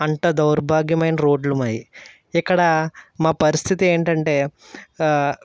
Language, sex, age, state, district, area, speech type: Telugu, male, 18-30, Andhra Pradesh, Eluru, rural, spontaneous